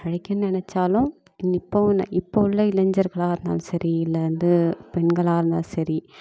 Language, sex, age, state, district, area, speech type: Tamil, female, 18-30, Tamil Nadu, Namakkal, urban, spontaneous